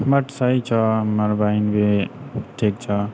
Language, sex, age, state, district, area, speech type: Maithili, male, 18-30, Bihar, Purnia, rural, spontaneous